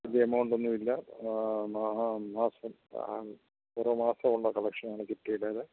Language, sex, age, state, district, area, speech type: Malayalam, male, 60+, Kerala, Kottayam, urban, conversation